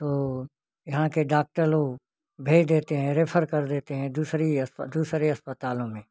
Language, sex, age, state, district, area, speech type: Hindi, male, 60+, Uttar Pradesh, Ghazipur, rural, spontaneous